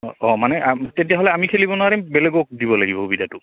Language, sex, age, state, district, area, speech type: Assamese, male, 45-60, Assam, Goalpara, urban, conversation